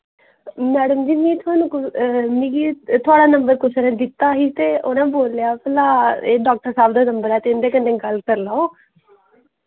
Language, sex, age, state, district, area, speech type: Dogri, female, 18-30, Jammu and Kashmir, Samba, rural, conversation